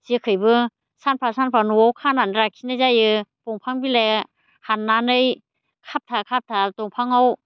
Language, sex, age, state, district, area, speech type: Bodo, female, 60+, Assam, Baksa, rural, spontaneous